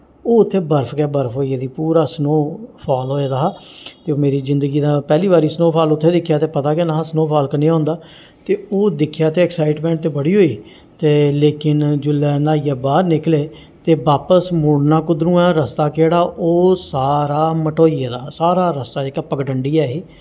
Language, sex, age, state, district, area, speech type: Dogri, male, 45-60, Jammu and Kashmir, Jammu, urban, spontaneous